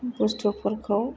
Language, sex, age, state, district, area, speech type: Bodo, female, 30-45, Assam, Chirang, rural, spontaneous